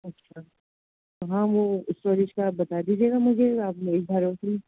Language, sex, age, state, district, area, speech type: Urdu, female, 30-45, Delhi, North East Delhi, urban, conversation